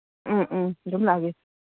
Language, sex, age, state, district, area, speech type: Manipuri, female, 60+, Manipur, Imphal East, rural, conversation